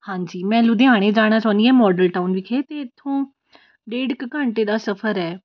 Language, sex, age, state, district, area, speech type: Punjabi, female, 18-30, Punjab, Fatehgarh Sahib, urban, spontaneous